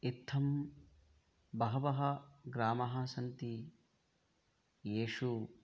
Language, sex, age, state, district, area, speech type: Sanskrit, male, 30-45, West Bengal, Murshidabad, urban, spontaneous